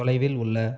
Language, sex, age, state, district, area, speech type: Tamil, male, 18-30, Tamil Nadu, Salem, rural, read